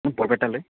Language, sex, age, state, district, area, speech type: Assamese, male, 18-30, Assam, Goalpara, rural, conversation